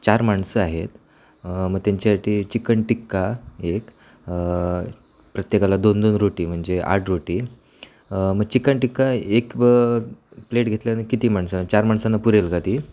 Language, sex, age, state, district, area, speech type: Marathi, male, 30-45, Maharashtra, Sindhudurg, rural, spontaneous